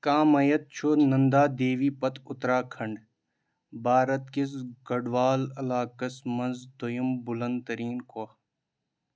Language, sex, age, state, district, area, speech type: Kashmiri, male, 18-30, Jammu and Kashmir, Pulwama, urban, read